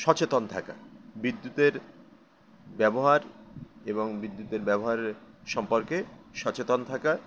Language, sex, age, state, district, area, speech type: Bengali, male, 30-45, West Bengal, Howrah, urban, spontaneous